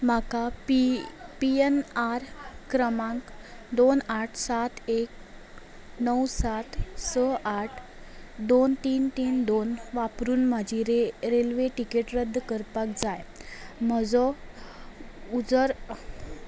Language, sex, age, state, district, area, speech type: Goan Konkani, female, 18-30, Goa, Salcete, rural, read